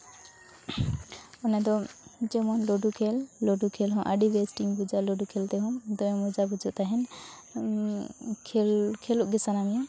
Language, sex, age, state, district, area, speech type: Santali, female, 18-30, West Bengal, Purulia, rural, spontaneous